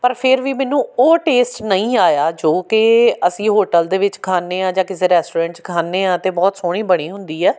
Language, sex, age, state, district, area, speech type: Punjabi, female, 45-60, Punjab, Amritsar, urban, spontaneous